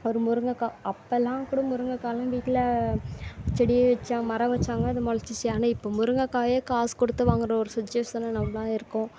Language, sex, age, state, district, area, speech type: Tamil, female, 18-30, Tamil Nadu, Thanjavur, rural, spontaneous